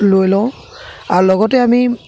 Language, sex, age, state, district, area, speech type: Assamese, male, 30-45, Assam, Charaideo, rural, spontaneous